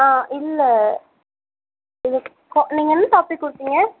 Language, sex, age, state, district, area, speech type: Tamil, female, 45-60, Tamil Nadu, Tiruvallur, urban, conversation